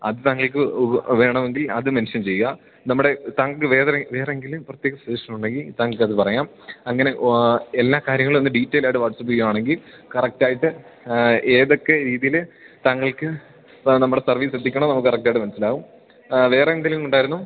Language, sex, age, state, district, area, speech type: Malayalam, male, 18-30, Kerala, Idukki, rural, conversation